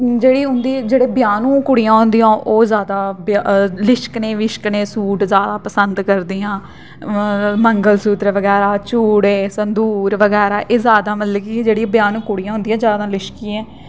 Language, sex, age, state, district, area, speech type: Dogri, female, 18-30, Jammu and Kashmir, Jammu, rural, spontaneous